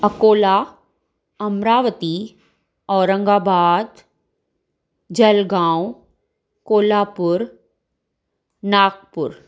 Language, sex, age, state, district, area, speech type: Sindhi, female, 30-45, Maharashtra, Thane, urban, spontaneous